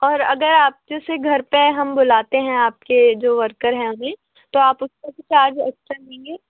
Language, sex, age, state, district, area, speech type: Hindi, female, 18-30, Madhya Pradesh, Bhopal, urban, conversation